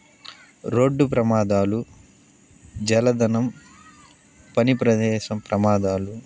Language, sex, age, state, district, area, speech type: Telugu, male, 18-30, Andhra Pradesh, Sri Balaji, rural, spontaneous